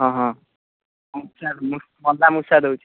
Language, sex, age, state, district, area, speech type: Odia, male, 18-30, Odisha, Jagatsinghpur, rural, conversation